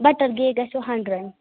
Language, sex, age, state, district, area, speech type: Kashmiri, female, 30-45, Jammu and Kashmir, Ganderbal, rural, conversation